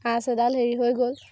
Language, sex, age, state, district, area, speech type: Assamese, female, 18-30, Assam, Biswanath, rural, spontaneous